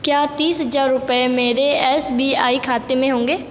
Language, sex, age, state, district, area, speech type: Hindi, female, 18-30, Rajasthan, Jodhpur, urban, read